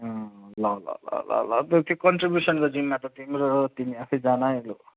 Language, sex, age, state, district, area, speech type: Nepali, male, 30-45, West Bengal, Darjeeling, rural, conversation